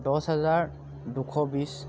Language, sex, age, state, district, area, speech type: Assamese, male, 45-60, Assam, Dhemaji, rural, spontaneous